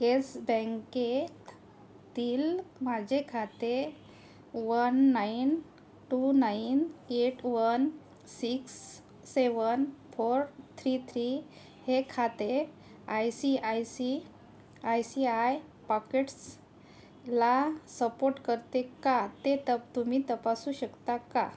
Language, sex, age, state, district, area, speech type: Marathi, female, 30-45, Maharashtra, Yavatmal, rural, read